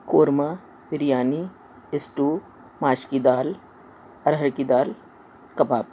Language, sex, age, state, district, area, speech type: Urdu, female, 60+, Delhi, North East Delhi, urban, spontaneous